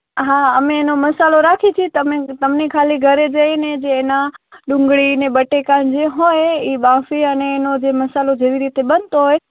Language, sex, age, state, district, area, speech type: Gujarati, female, 18-30, Gujarat, Kutch, rural, conversation